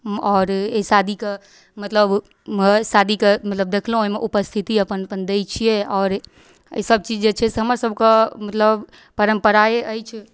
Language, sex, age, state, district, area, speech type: Maithili, female, 18-30, Bihar, Darbhanga, rural, spontaneous